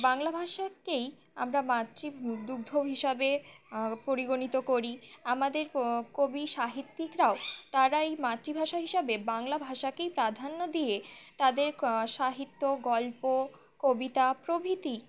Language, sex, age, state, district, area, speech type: Bengali, female, 18-30, West Bengal, Birbhum, urban, spontaneous